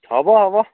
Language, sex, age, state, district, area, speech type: Assamese, male, 18-30, Assam, Dhemaji, urban, conversation